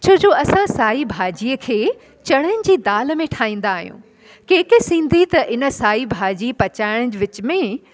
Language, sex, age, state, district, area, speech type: Sindhi, female, 45-60, Delhi, South Delhi, urban, spontaneous